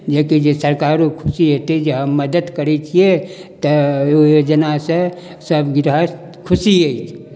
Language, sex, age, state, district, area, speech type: Maithili, male, 60+, Bihar, Darbhanga, rural, spontaneous